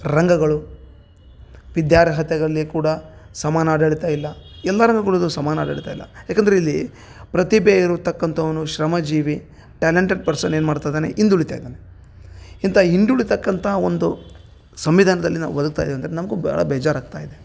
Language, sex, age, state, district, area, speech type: Kannada, male, 30-45, Karnataka, Bellary, rural, spontaneous